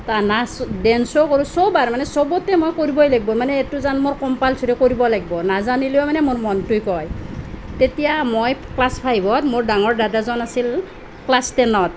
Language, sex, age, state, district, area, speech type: Assamese, female, 45-60, Assam, Nalbari, rural, spontaneous